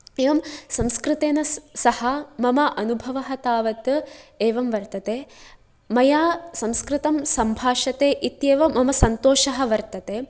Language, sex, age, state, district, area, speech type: Sanskrit, female, 18-30, Kerala, Kasaragod, rural, spontaneous